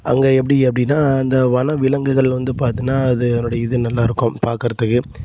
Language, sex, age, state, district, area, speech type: Tamil, male, 30-45, Tamil Nadu, Salem, rural, spontaneous